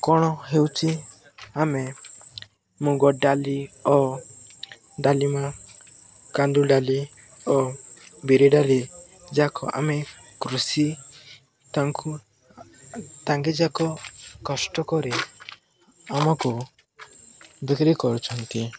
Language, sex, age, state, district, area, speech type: Odia, male, 18-30, Odisha, Koraput, urban, spontaneous